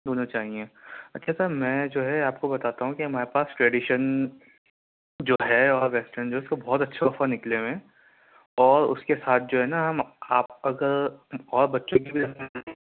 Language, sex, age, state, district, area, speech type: Urdu, male, 18-30, Uttar Pradesh, Balrampur, rural, conversation